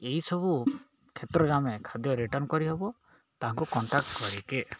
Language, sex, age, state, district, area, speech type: Odia, male, 18-30, Odisha, Koraput, urban, spontaneous